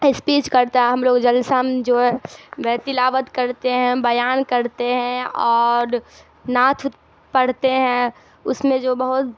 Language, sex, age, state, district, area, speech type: Urdu, female, 18-30, Bihar, Darbhanga, rural, spontaneous